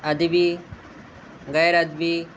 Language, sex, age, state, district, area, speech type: Urdu, male, 30-45, Uttar Pradesh, Shahjahanpur, urban, spontaneous